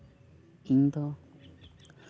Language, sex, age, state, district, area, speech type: Santali, male, 18-30, West Bengal, Uttar Dinajpur, rural, spontaneous